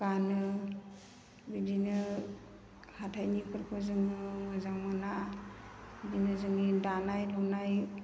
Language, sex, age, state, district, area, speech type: Bodo, female, 45-60, Assam, Chirang, rural, spontaneous